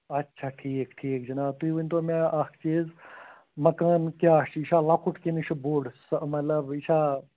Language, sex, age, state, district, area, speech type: Kashmiri, male, 45-60, Jammu and Kashmir, Ganderbal, rural, conversation